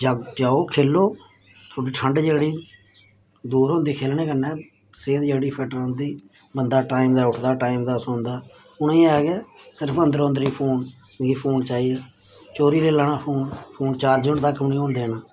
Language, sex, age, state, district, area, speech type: Dogri, male, 30-45, Jammu and Kashmir, Samba, rural, spontaneous